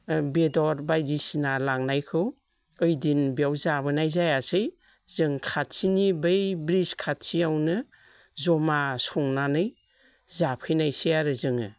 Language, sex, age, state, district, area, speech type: Bodo, female, 45-60, Assam, Baksa, rural, spontaneous